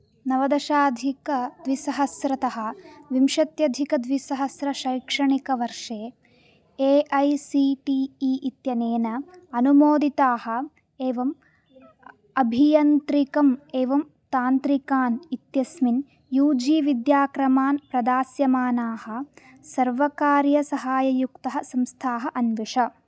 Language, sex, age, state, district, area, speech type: Sanskrit, female, 18-30, Tamil Nadu, Coimbatore, rural, read